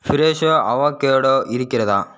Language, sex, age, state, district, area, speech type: Tamil, male, 18-30, Tamil Nadu, Kallakurichi, urban, read